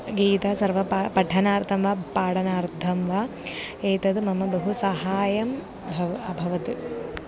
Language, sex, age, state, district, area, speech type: Sanskrit, female, 18-30, Kerala, Thiruvananthapuram, rural, spontaneous